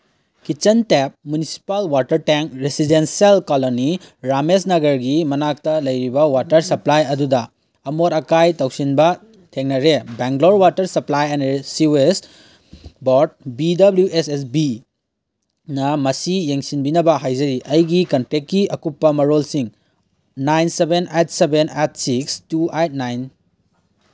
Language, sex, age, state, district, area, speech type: Manipuri, male, 18-30, Manipur, Kangpokpi, urban, read